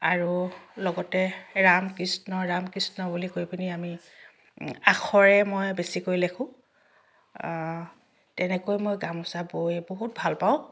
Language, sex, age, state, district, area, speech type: Assamese, female, 60+, Assam, Dhemaji, urban, spontaneous